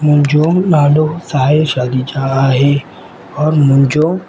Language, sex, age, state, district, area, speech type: Sindhi, male, 18-30, Madhya Pradesh, Katni, rural, spontaneous